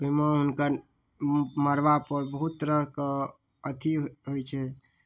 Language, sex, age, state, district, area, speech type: Maithili, male, 18-30, Bihar, Darbhanga, rural, spontaneous